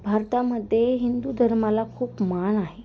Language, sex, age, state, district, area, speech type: Marathi, female, 18-30, Maharashtra, Osmanabad, rural, spontaneous